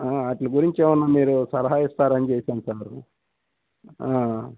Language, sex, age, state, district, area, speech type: Telugu, male, 60+, Andhra Pradesh, Guntur, urban, conversation